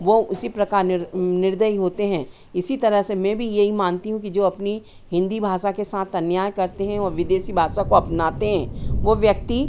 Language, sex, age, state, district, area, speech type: Hindi, female, 60+, Madhya Pradesh, Hoshangabad, urban, spontaneous